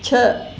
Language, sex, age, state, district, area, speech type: Sindhi, female, 45-60, Maharashtra, Mumbai Suburban, urban, read